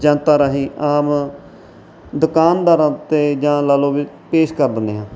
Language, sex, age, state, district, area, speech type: Punjabi, male, 45-60, Punjab, Mansa, rural, spontaneous